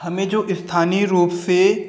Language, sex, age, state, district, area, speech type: Hindi, male, 30-45, Uttar Pradesh, Hardoi, rural, spontaneous